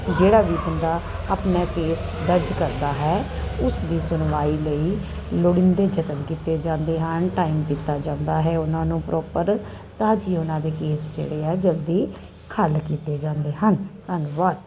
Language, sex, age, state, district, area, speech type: Punjabi, female, 30-45, Punjab, Kapurthala, urban, spontaneous